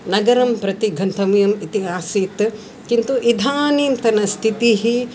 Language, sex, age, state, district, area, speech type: Sanskrit, female, 60+, Tamil Nadu, Chennai, urban, spontaneous